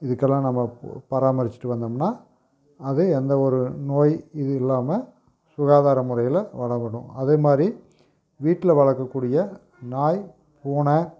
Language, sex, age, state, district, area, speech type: Tamil, male, 45-60, Tamil Nadu, Erode, rural, spontaneous